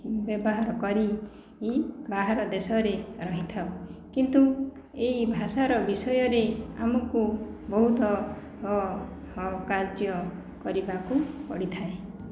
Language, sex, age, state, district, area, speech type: Odia, female, 30-45, Odisha, Khordha, rural, spontaneous